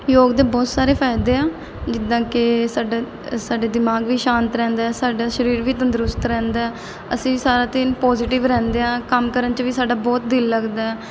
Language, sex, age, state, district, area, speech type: Punjabi, female, 18-30, Punjab, Mohali, urban, spontaneous